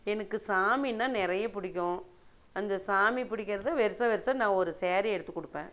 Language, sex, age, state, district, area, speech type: Tamil, female, 60+, Tamil Nadu, Dharmapuri, rural, spontaneous